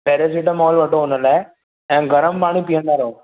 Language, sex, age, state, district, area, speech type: Sindhi, male, 18-30, Maharashtra, Thane, urban, conversation